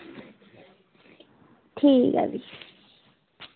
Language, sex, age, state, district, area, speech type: Dogri, female, 18-30, Jammu and Kashmir, Udhampur, rural, conversation